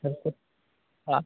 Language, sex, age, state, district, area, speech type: Hindi, male, 18-30, Bihar, Begusarai, rural, conversation